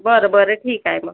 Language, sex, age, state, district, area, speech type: Marathi, female, 30-45, Maharashtra, Amravati, rural, conversation